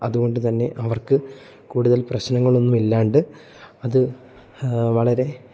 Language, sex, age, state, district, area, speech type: Malayalam, male, 18-30, Kerala, Idukki, rural, spontaneous